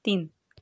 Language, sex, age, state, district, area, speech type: Goan Konkani, female, 18-30, Goa, Ponda, rural, read